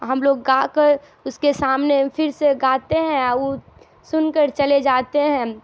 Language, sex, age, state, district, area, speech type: Urdu, female, 18-30, Bihar, Darbhanga, rural, spontaneous